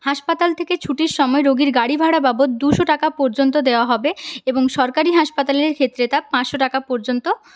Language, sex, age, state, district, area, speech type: Bengali, female, 30-45, West Bengal, Purulia, urban, spontaneous